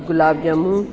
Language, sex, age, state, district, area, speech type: Sindhi, female, 60+, Delhi, South Delhi, urban, spontaneous